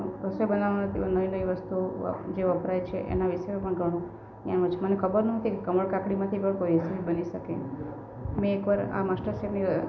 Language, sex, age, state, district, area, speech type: Gujarati, female, 45-60, Gujarat, Valsad, rural, spontaneous